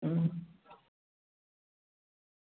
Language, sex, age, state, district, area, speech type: Dogri, female, 60+, Jammu and Kashmir, Reasi, rural, conversation